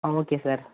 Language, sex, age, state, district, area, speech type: Tamil, male, 18-30, Tamil Nadu, Dharmapuri, urban, conversation